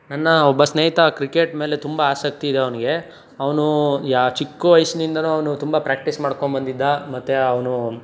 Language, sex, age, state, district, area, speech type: Kannada, male, 18-30, Karnataka, Tumkur, rural, spontaneous